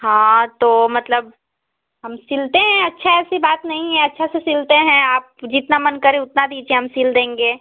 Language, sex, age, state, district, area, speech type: Hindi, female, 18-30, Uttar Pradesh, Ghazipur, rural, conversation